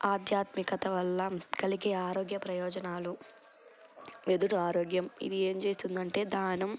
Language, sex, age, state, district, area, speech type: Telugu, female, 18-30, Andhra Pradesh, Annamaya, rural, spontaneous